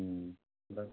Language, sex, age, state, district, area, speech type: Assamese, male, 30-45, Assam, Majuli, urban, conversation